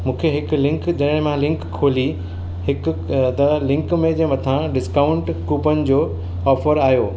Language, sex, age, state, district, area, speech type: Sindhi, male, 45-60, Maharashtra, Mumbai Suburban, urban, spontaneous